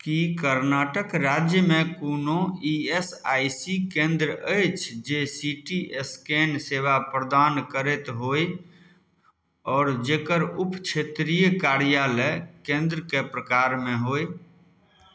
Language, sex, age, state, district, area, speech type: Maithili, male, 30-45, Bihar, Samastipur, urban, read